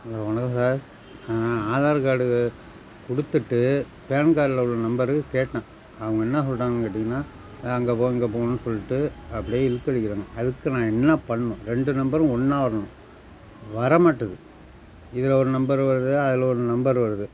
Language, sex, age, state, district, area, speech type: Tamil, male, 60+, Tamil Nadu, Nagapattinam, rural, spontaneous